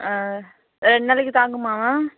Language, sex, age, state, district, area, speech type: Tamil, female, 45-60, Tamil Nadu, Kallakurichi, urban, conversation